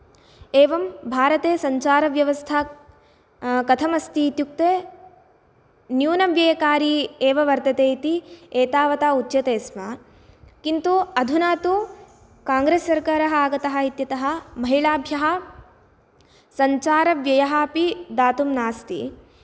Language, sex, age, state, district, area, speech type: Sanskrit, female, 18-30, Karnataka, Bagalkot, urban, spontaneous